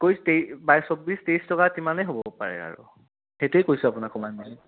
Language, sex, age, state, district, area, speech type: Assamese, male, 18-30, Assam, Biswanath, rural, conversation